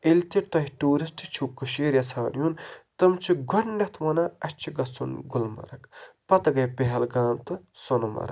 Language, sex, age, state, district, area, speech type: Kashmiri, male, 30-45, Jammu and Kashmir, Baramulla, rural, spontaneous